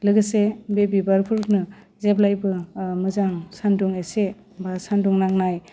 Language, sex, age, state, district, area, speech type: Bodo, female, 30-45, Assam, Udalguri, urban, spontaneous